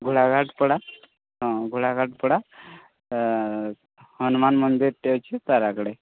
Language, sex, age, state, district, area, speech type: Odia, male, 18-30, Odisha, Subarnapur, urban, conversation